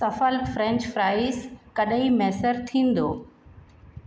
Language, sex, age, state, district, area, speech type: Sindhi, female, 45-60, Uttar Pradesh, Lucknow, rural, read